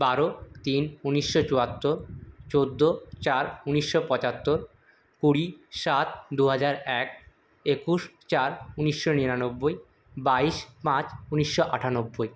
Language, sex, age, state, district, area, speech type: Bengali, male, 18-30, West Bengal, Purulia, urban, spontaneous